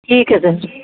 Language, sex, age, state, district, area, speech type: Punjabi, female, 30-45, Punjab, Muktsar, urban, conversation